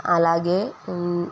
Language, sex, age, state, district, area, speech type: Telugu, female, 18-30, Telangana, Sangareddy, urban, spontaneous